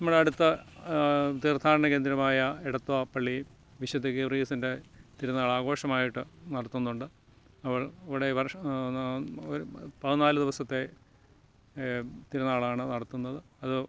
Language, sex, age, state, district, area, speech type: Malayalam, male, 60+, Kerala, Alappuzha, rural, spontaneous